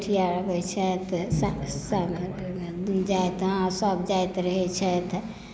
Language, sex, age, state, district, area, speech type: Maithili, female, 45-60, Bihar, Madhubani, rural, spontaneous